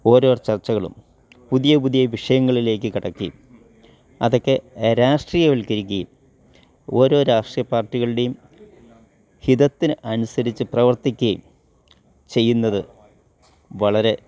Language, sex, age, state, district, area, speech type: Malayalam, male, 60+, Kerala, Kottayam, urban, spontaneous